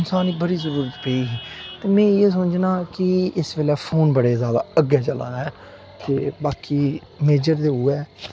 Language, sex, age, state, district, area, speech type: Dogri, male, 18-30, Jammu and Kashmir, Udhampur, rural, spontaneous